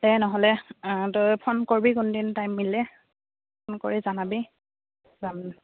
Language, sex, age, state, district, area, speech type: Assamese, female, 18-30, Assam, Goalpara, rural, conversation